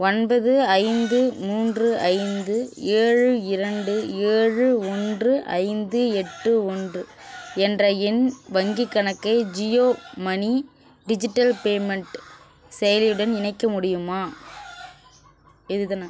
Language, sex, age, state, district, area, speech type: Tamil, female, 18-30, Tamil Nadu, Kallakurichi, urban, read